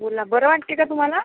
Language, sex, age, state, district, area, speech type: Marathi, female, 45-60, Maharashtra, Akola, rural, conversation